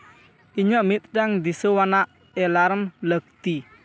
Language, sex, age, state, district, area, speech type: Santali, male, 18-30, West Bengal, Purba Bardhaman, rural, read